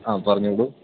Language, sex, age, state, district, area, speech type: Malayalam, male, 18-30, Kerala, Idukki, rural, conversation